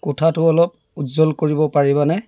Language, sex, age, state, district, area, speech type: Assamese, male, 60+, Assam, Dibrugarh, rural, read